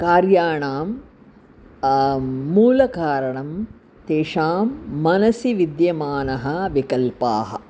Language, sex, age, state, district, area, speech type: Sanskrit, female, 60+, Tamil Nadu, Chennai, urban, spontaneous